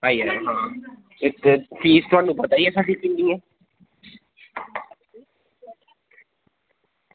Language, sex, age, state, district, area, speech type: Dogri, male, 30-45, Jammu and Kashmir, Udhampur, rural, conversation